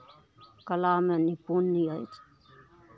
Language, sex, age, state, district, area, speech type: Maithili, female, 60+, Bihar, Araria, rural, spontaneous